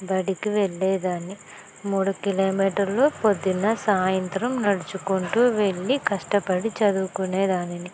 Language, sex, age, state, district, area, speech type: Telugu, female, 60+, Andhra Pradesh, Kakinada, rural, spontaneous